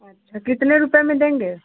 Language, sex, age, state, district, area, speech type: Hindi, female, 18-30, Uttar Pradesh, Chandauli, rural, conversation